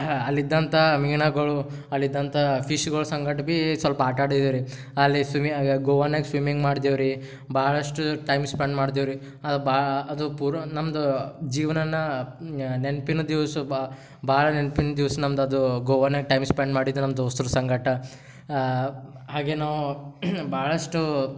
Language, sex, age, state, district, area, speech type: Kannada, male, 18-30, Karnataka, Gulbarga, urban, spontaneous